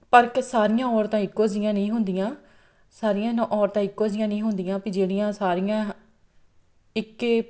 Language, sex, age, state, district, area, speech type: Punjabi, female, 30-45, Punjab, Tarn Taran, rural, spontaneous